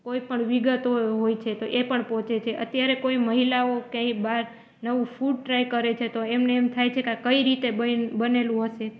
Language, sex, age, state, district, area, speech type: Gujarati, female, 18-30, Gujarat, Junagadh, rural, spontaneous